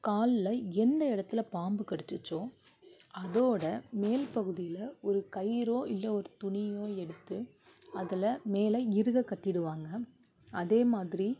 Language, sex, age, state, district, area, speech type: Tamil, female, 18-30, Tamil Nadu, Nagapattinam, rural, spontaneous